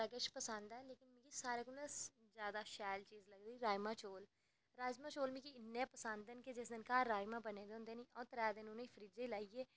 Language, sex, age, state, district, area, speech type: Dogri, female, 18-30, Jammu and Kashmir, Reasi, rural, spontaneous